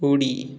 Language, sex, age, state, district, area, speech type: Goan Konkani, male, 18-30, Goa, Quepem, rural, read